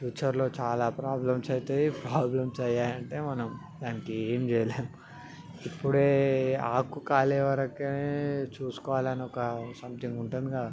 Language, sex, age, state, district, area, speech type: Telugu, male, 18-30, Telangana, Ranga Reddy, urban, spontaneous